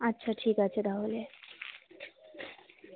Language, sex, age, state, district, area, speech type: Bengali, female, 18-30, West Bengal, Jalpaiguri, rural, conversation